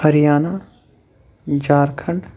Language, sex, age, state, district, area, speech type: Kashmiri, male, 30-45, Jammu and Kashmir, Shopian, rural, spontaneous